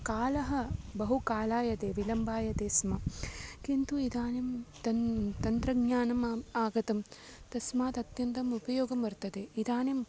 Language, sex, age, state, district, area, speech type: Sanskrit, female, 18-30, Tamil Nadu, Tiruchirappalli, urban, spontaneous